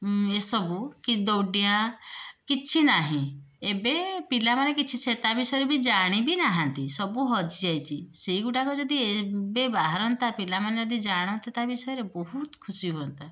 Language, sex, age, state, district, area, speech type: Odia, female, 45-60, Odisha, Puri, urban, spontaneous